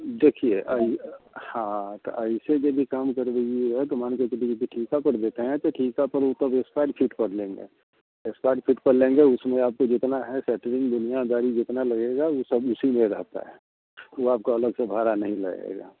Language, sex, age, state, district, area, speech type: Hindi, male, 45-60, Bihar, Muzaffarpur, rural, conversation